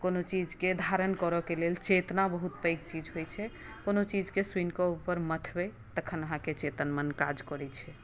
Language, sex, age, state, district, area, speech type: Maithili, female, 60+, Bihar, Madhubani, rural, spontaneous